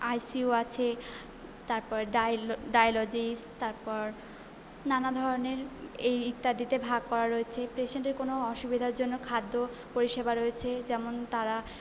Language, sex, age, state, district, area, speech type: Bengali, female, 18-30, West Bengal, Purba Bardhaman, urban, spontaneous